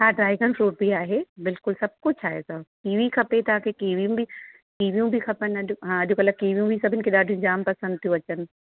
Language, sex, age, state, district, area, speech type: Sindhi, female, 45-60, Uttar Pradesh, Lucknow, rural, conversation